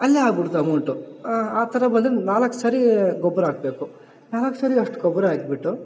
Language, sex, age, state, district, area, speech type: Kannada, male, 18-30, Karnataka, Bellary, rural, spontaneous